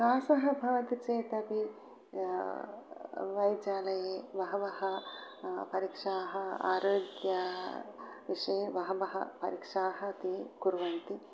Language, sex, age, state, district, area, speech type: Sanskrit, female, 60+, Telangana, Peddapalli, urban, spontaneous